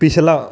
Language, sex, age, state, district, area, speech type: Punjabi, male, 18-30, Punjab, Patiala, rural, read